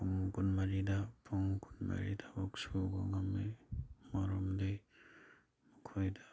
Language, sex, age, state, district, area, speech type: Manipuri, male, 30-45, Manipur, Kakching, rural, spontaneous